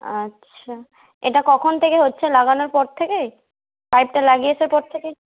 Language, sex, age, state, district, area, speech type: Bengali, female, 18-30, West Bengal, Bankura, rural, conversation